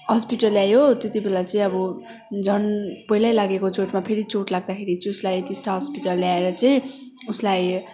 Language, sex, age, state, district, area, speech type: Nepali, female, 18-30, West Bengal, Darjeeling, rural, spontaneous